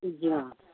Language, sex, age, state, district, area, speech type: Urdu, male, 60+, Telangana, Hyderabad, urban, conversation